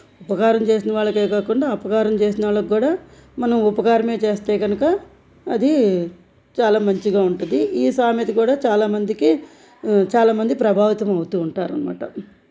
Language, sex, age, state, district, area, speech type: Telugu, female, 45-60, Andhra Pradesh, Krishna, rural, spontaneous